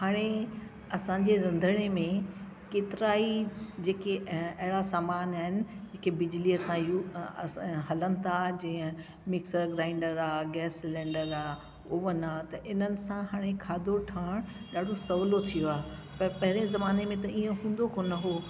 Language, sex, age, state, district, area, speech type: Sindhi, female, 60+, Delhi, South Delhi, urban, spontaneous